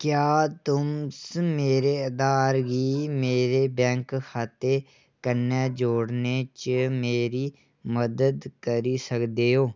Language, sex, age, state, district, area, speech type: Dogri, male, 18-30, Jammu and Kashmir, Kathua, rural, read